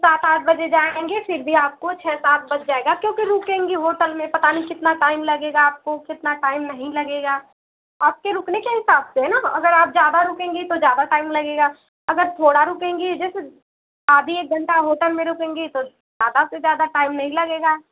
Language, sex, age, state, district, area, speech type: Hindi, female, 18-30, Uttar Pradesh, Mau, rural, conversation